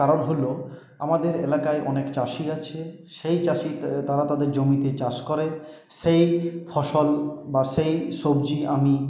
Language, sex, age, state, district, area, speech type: Bengali, male, 45-60, West Bengal, Purulia, urban, spontaneous